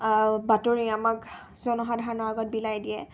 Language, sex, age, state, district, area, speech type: Assamese, female, 18-30, Assam, Dibrugarh, rural, spontaneous